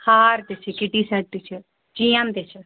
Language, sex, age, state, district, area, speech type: Kashmiri, female, 30-45, Jammu and Kashmir, Shopian, rural, conversation